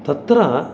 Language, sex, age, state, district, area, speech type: Sanskrit, male, 45-60, Karnataka, Dakshina Kannada, rural, spontaneous